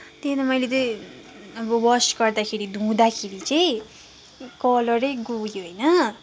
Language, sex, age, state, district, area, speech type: Nepali, female, 18-30, West Bengal, Kalimpong, rural, spontaneous